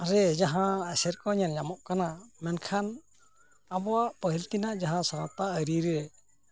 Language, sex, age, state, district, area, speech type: Santali, male, 60+, West Bengal, Purulia, rural, spontaneous